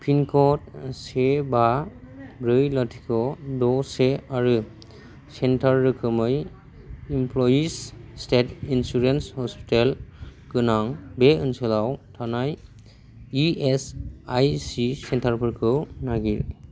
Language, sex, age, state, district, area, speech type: Bodo, male, 18-30, Assam, Kokrajhar, rural, read